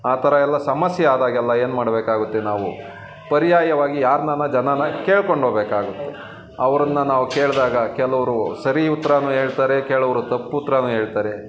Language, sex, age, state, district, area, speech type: Kannada, male, 30-45, Karnataka, Bangalore Urban, urban, spontaneous